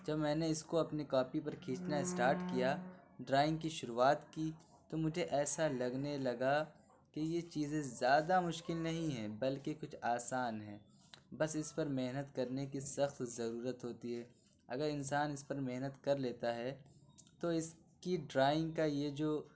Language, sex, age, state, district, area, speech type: Urdu, male, 18-30, Uttar Pradesh, Lucknow, urban, spontaneous